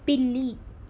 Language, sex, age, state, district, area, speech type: Telugu, female, 18-30, Telangana, Peddapalli, urban, read